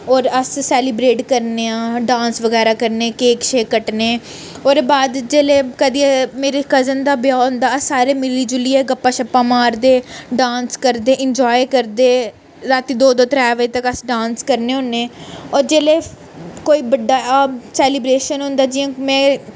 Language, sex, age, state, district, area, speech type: Dogri, female, 18-30, Jammu and Kashmir, Reasi, urban, spontaneous